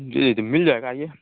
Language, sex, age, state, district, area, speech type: Hindi, male, 18-30, Bihar, Samastipur, rural, conversation